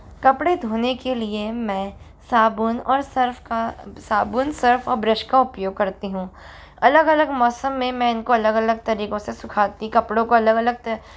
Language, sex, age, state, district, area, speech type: Hindi, female, 18-30, Rajasthan, Jodhpur, urban, spontaneous